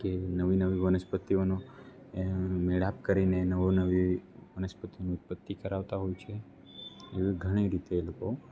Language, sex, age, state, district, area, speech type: Gujarati, male, 18-30, Gujarat, Narmada, rural, spontaneous